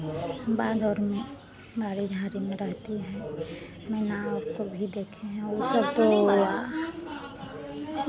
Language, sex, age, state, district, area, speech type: Hindi, female, 45-60, Bihar, Madhepura, rural, spontaneous